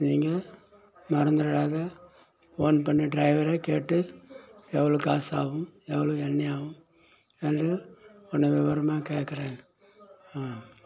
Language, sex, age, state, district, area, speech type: Tamil, male, 60+, Tamil Nadu, Kallakurichi, urban, spontaneous